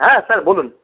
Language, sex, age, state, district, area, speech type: Bengali, male, 30-45, West Bengal, Paschim Bardhaman, urban, conversation